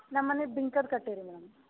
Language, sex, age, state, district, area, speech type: Kannada, female, 30-45, Karnataka, Gadag, rural, conversation